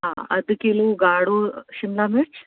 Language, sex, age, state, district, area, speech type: Sindhi, female, 30-45, Uttar Pradesh, Lucknow, urban, conversation